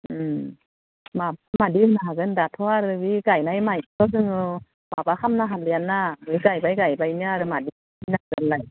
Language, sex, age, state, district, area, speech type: Bodo, female, 45-60, Assam, Udalguri, rural, conversation